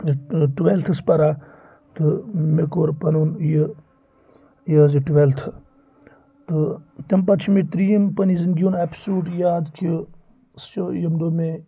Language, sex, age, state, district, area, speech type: Kashmiri, male, 30-45, Jammu and Kashmir, Kupwara, rural, spontaneous